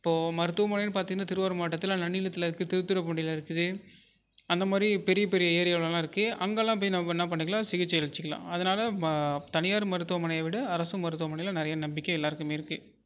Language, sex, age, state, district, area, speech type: Tamil, male, 18-30, Tamil Nadu, Tiruvarur, urban, spontaneous